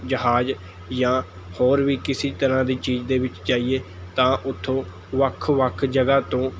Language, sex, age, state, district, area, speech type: Punjabi, male, 18-30, Punjab, Mohali, rural, spontaneous